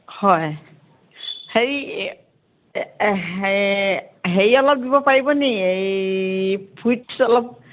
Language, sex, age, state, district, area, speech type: Assamese, female, 60+, Assam, Dhemaji, rural, conversation